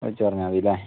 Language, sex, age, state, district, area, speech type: Malayalam, male, 60+, Kerala, Kozhikode, urban, conversation